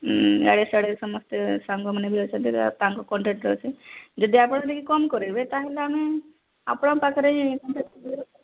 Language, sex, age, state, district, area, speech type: Odia, female, 30-45, Odisha, Sundergarh, urban, conversation